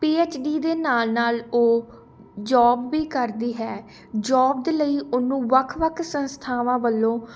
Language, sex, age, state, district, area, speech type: Punjabi, female, 18-30, Punjab, Shaheed Bhagat Singh Nagar, urban, spontaneous